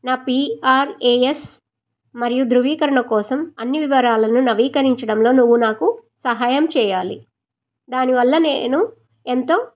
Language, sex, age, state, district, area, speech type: Telugu, female, 45-60, Telangana, Medchal, rural, spontaneous